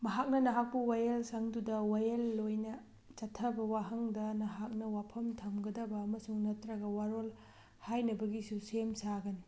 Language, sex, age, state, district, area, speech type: Manipuri, female, 30-45, Manipur, Thoubal, urban, read